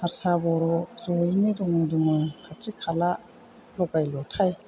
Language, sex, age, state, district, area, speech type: Bodo, female, 60+, Assam, Chirang, rural, spontaneous